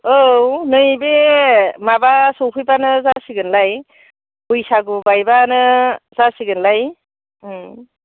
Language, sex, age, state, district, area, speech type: Bodo, female, 30-45, Assam, Baksa, rural, conversation